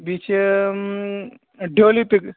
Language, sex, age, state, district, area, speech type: Kashmiri, male, 18-30, Jammu and Kashmir, Shopian, rural, conversation